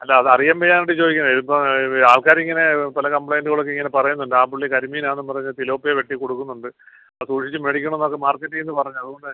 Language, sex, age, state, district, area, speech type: Malayalam, male, 45-60, Kerala, Alappuzha, rural, conversation